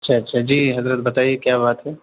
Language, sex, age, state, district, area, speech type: Urdu, male, 18-30, Bihar, Purnia, rural, conversation